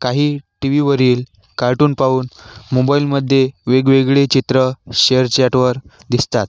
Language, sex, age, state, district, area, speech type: Marathi, male, 18-30, Maharashtra, Washim, rural, spontaneous